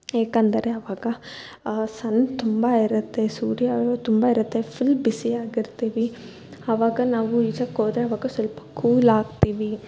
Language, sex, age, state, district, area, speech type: Kannada, female, 30-45, Karnataka, Bangalore Urban, rural, spontaneous